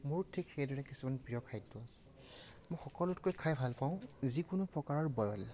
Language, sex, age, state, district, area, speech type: Assamese, male, 45-60, Assam, Morigaon, rural, spontaneous